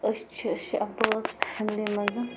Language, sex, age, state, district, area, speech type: Kashmiri, female, 30-45, Jammu and Kashmir, Bandipora, rural, spontaneous